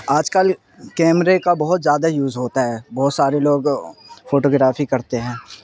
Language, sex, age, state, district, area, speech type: Urdu, male, 18-30, Bihar, Supaul, rural, spontaneous